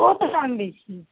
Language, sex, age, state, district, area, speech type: Bengali, female, 45-60, West Bengal, Kolkata, urban, conversation